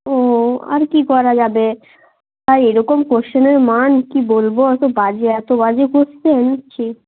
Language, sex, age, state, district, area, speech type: Bengali, male, 18-30, West Bengal, Jalpaiguri, rural, conversation